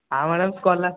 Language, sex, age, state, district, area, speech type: Odia, male, 18-30, Odisha, Khordha, rural, conversation